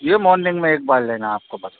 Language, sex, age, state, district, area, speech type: Hindi, male, 45-60, Madhya Pradesh, Hoshangabad, rural, conversation